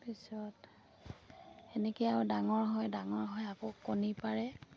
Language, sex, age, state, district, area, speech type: Assamese, female, 60+, Assam, Dibrugarh, rural, spontaneous